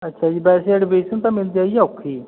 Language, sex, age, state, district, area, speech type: Punjabi, male, 30-45, Punjab, Fatehgarh Sahib, rural, conversation